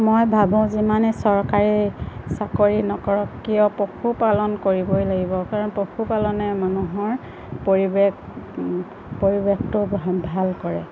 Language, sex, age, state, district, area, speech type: Assamese, female, 45-60, Assam, Golaghat, urban, spontaneous